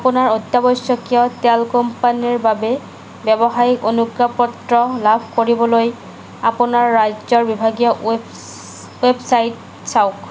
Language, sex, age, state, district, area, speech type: Assamese, female, 18-30, Assam, Darrang, rural, read